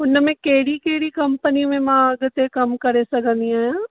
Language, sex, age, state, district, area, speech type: Sindhi, female, 45-60, Maharashtra, Mumbai Suburban, urban, conversation